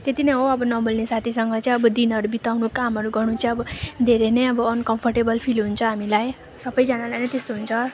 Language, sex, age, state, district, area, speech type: Nepali, female, 18-30, West Bengal, Darjeeling, rural, spontaneous